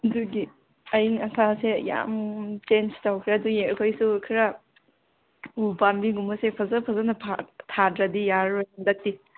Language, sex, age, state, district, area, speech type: Manipuri, female, 18-30, Manipur, Kangpokpi, urban, conversation